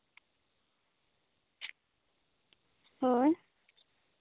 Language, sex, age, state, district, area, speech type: Santali, female, 18-30, Jharkhand, Seraikela Kharsawan, rural, conversation